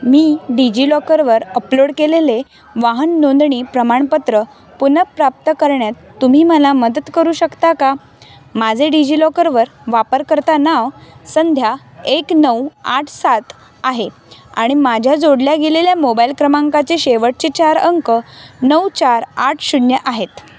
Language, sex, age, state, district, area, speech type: Marathi, female, 18-30, Maharashtra, Mumbai City, urban, read